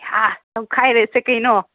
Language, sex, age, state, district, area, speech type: Manipuri, female, 18-30, Manipur, Chandel, rural, conversation